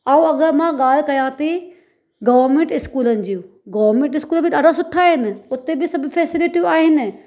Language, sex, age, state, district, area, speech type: Sindhi, female, 30-45, Maharashtra, Thane, urban, spontaneous